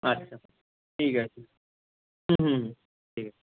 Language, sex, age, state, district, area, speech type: Bengali, male, 45-60, West Bengal, Nadia, rural, conversation